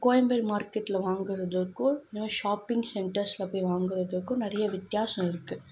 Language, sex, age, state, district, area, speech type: Tamil, female, 18-30, Tamil Nadu, Kanchipuram, urban, spontaneous